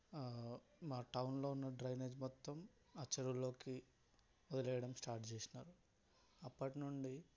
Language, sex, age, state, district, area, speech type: Telugu, male, 18-30, Telangana, Hyderabad, rural, spontaneous